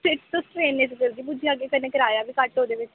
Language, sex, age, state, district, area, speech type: Dogri, female, 18-30, Jammu and Kashmir, Jammu, rural, conversation